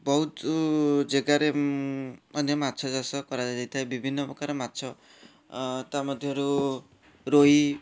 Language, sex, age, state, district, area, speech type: Odia, male, 30-45, Odisha, Puri, urban, spontaneous